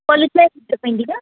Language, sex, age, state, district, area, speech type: Sindhi, female, 18-30, Maharashtra, Thane, urban, conversation